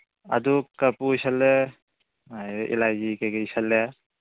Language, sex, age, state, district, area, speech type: Manipuri, male, 30-45, Manipur, Kangpokpi, urban, conversation